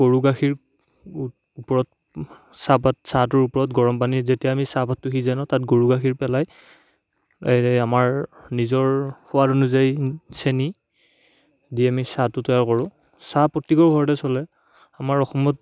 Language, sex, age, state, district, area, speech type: Assamese, male, 18-30, Assam, Darrang, rural, spontaneous